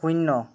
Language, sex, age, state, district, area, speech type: Assamese, female, 18-30, Assam, Nagaon, rural, read